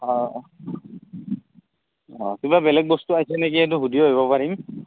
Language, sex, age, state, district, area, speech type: Assamese, male, 18-30, Assam, Barpeta, rural, conversation